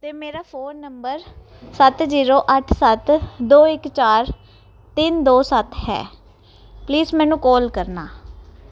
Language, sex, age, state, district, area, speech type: Punjabi, female, 30-45, Punjab, Ludhiana, urban, spontaneous